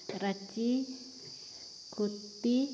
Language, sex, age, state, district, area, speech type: Santali, female, 30-45, Jharkhand, Seraikela Kharsawan, rural, spontaneous